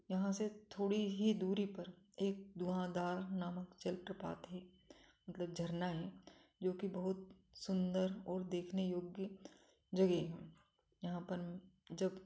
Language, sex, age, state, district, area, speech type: Hindi, female, 45-60, Madhya Pradesh, Ujjain, rural, spontaneous